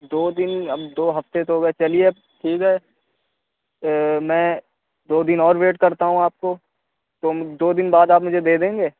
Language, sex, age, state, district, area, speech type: Urdu, male, 18-30, Uttar Pradesh, Shahjahanpur, urban, conversation